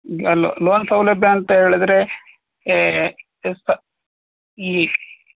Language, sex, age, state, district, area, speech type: Kannada, male, 30-45, Karnataka, Shimoga, rural, conversation